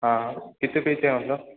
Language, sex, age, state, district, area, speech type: Hindi, male, 18-30, Rajasthan, Jodhpur, urban, conversation